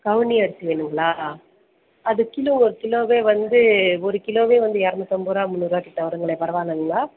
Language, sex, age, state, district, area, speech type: Tamil, female, 30-45, Tamil Nadu, Perambalur, rural, conversation